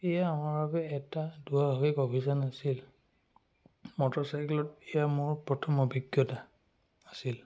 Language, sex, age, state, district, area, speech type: Assamese, male, 18-30, Assam, Charaideo, rural, spontaneous